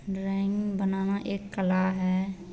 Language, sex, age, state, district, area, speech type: Hindi, female, 18-30, Bihar, Madhepura, rural, spontaneous